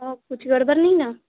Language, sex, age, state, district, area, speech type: Hindi, female, 18-30, Bihar, Samastipur, rural, conversation